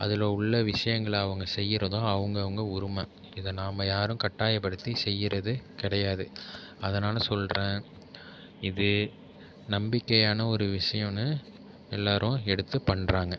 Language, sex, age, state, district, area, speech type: Tamil, male, 30-45, Tamil Nadu, Tiruvarur, urban, spontaneous